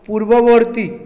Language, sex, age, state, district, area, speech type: Bengali, male, 30-45, West Bengal, Purulia, urban, read